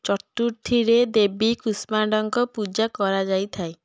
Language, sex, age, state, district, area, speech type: Odia, female, 18-30, Odisha, Puri, urban, read